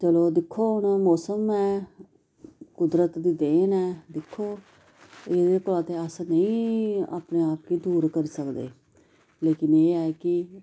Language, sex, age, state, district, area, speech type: Dogri, female, 30-45, Jammu and Kashmir, Samba, urban, spontaneous